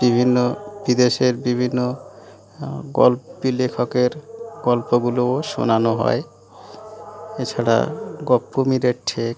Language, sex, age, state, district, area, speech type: Bengali, male, 30-45, West Bengal, Dakshin Dinajpur, urban, spontaneous